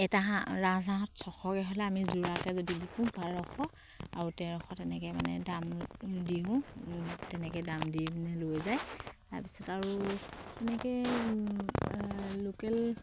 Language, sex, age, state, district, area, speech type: Assamese, female, 30-45, Assam, Sivasagar, rural, spontaneous